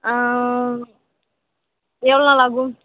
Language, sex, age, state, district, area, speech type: Tamil, female, 18-30, Tamil Nadu, Vellore, urban, conversation